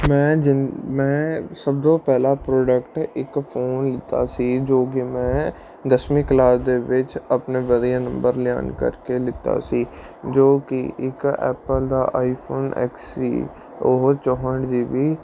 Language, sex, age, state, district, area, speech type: Punjabi, male, 18-30, Punjab, Patiala, urban, spontaneous